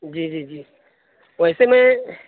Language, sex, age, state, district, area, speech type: Urdu, male, 18-30, Uttar Pradesh, Saharanpur, urban, conversation